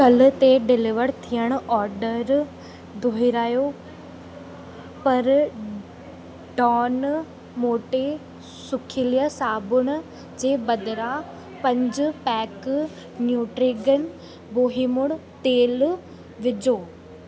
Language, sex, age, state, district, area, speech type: Sindhi, female, 18-30, Rajasthan, Ajmer, urban, read